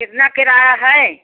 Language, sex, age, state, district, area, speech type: Hindi, female, 60+, Uttar Pradesh, Jaunpur, rural, conversation